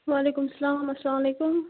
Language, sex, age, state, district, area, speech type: Kashmiri, female, 45-60, Jammu and Kashmir, Baramulla, urban, conversation